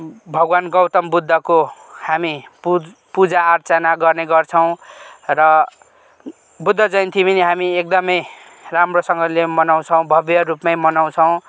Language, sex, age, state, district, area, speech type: Nepali, male, 18-30, West Bengal, Kalimpong, rural, spontaneous